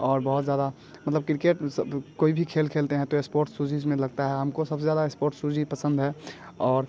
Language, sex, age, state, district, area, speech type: Hindi, male, 18-30, Bihar, Muzaffarpur, rural, spontaneous